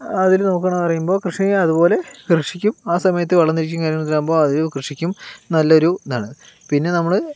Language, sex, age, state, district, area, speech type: Malayalam, male, 60+, Kerala, Palakkad, rural, spontaneous